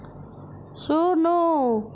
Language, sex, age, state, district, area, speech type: Odia, female, 60+, Odisha, Nayagarh, rural, read